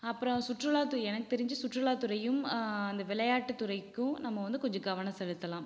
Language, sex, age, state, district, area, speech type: Tamil, female, 30-45, Tamil Nadu, Viluppuram, urban, spontaneous